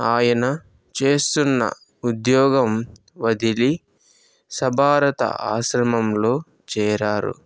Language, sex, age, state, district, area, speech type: Telugu, male, 18-30, Andhra Pradesh, Chittoor, rural, spontaneous